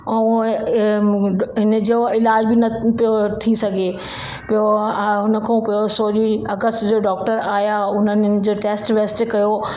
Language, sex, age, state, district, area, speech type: Sindhi, female, 45-60, Delhi, South Delhi, urban, spontaneous